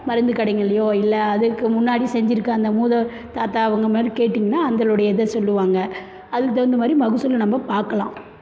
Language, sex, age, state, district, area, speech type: Tamil, female, 30-45, Tamil Nadu, Perambalur, rural, spontaneous